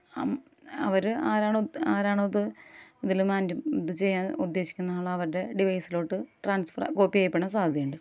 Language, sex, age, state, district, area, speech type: Malayalam, female, 30-45, Kerala, Ernakulam, rural, spontaneous